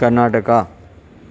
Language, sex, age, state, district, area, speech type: Sindhi, male, 60+, Maharashtra, Thane, urban, spontaneous